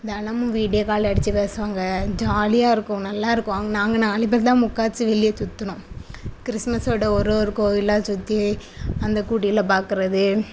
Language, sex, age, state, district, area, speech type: Tamil, female, 18-30, Tamil Nadu, Thoothukudi, rural, spontaneous